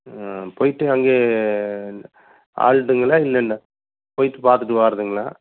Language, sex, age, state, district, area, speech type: Tamil, male, 45-60, Tamil Nadu, Dharmapuri, rural, conversation